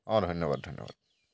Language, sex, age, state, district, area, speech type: Assamese, male, 45-60, Assam, Charaideo, rural, spontaneous